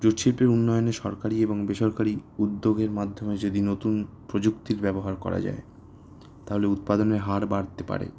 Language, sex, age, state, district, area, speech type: Bengali, male, 18-30, West Bengal, Kolkata, urban, spontaneous